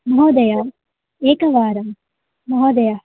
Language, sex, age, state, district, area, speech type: Sanskrit, female, 18-30, Karnataka, Dakshina Kannada, urban, conversation